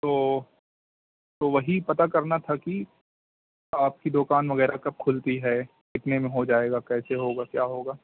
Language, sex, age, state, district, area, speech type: Urdu, male, 18-30, Delhi, East Delhi, urban, conversation